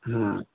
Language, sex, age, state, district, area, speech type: Hindi, male, 30-45, Uttar Pradesh, Ghazipur, rural, conversation